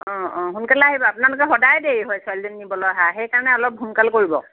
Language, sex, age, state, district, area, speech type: Assamese, female, 60+, Assam, Lakhimpur, rural, conversation